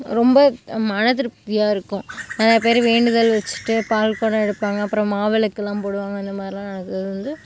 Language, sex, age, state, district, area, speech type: Tamil, female, 18-30, Tamil Nadu, Mayiladuthurai, rural, spontaneous